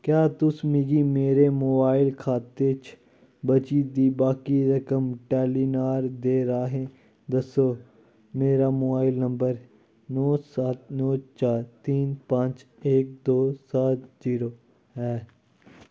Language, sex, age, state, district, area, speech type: Dogri, male, 30-45, Jammu and Kashmir, Kathua, rural, read